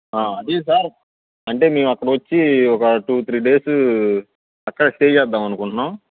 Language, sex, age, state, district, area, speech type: Telugu, male, 18-30, Andhra Pradesh, Bapatla, rural, conversation